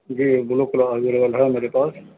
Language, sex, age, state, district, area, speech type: Urdu, male, 45-60, Uttar Pradesh, Gautam Buddha Nagar, urban, conversation